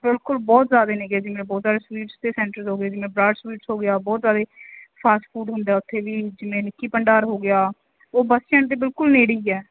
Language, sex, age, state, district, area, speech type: Punjabi, female, 18-30, Punjab, Mansa, rural, conversation